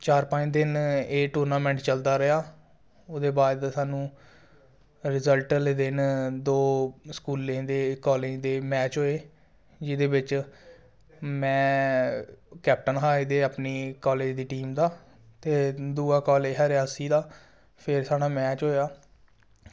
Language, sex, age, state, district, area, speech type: Dogri, male, 18-30, Jammu and Kashmir, Samba, rural, spontaneous